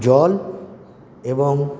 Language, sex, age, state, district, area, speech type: Bengali, male, 60+, West Bengal, Paschim Bardhaman, rural, spontaneous